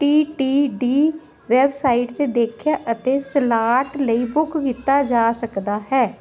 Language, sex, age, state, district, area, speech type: Punjabi, female, 45-60, Punjab, Jalandhar, urban, read